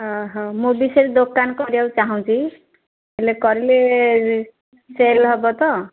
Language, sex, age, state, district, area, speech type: Odia, female, 30-45, Odisha, Ganjam, urban, conversation